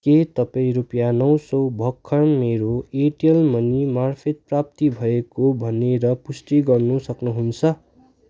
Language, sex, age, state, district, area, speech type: Nepali, male, 18-30, West Bengal, Darjeeling, rural, read